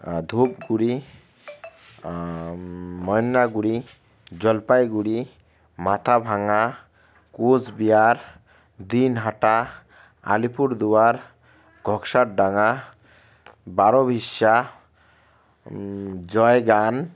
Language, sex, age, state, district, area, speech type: Bengali, male, 30-45, West Bengal, Alipurduar, rural, spontaneous